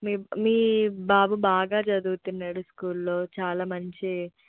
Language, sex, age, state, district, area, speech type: Telugu, female, 18-30, Telangana, Medak, rural, conversation